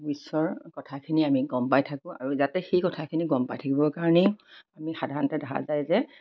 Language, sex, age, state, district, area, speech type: Assamese, female, 60+, Assam, Majuli, urban, spontaneous